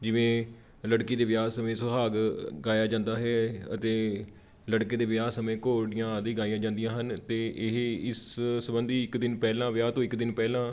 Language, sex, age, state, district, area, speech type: Punjabi, male, 30-45, Punjab, Patiala, urban, spontaneous